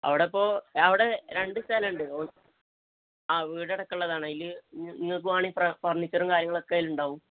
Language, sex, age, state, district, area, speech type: Malayalam, male, 18-30, Kerala, Malappuram, rural, conversation